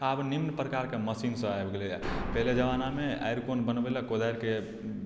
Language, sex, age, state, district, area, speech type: Maithili, male, 18-30, Bihar, Madhubani, rural, spontaneous